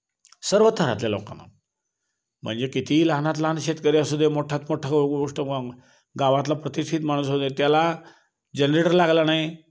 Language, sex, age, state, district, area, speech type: Marathi, male, 60+, Maharashtra, Kolhapur, urban, spontaneous